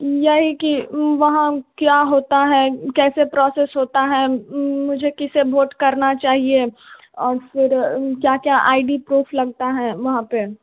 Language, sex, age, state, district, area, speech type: Hindi, female, 18-30, Bihar, Begusarai, urban, conversation